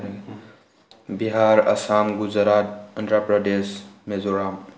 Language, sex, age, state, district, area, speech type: Manipuri, male, 18-30, Manipur, Tengnoupal, rural, spontaneous